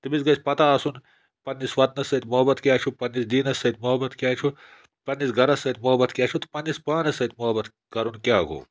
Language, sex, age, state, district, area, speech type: Kashmiri, male, 18-30, Jammu and Kashmir, Budgam, rural, spontaneous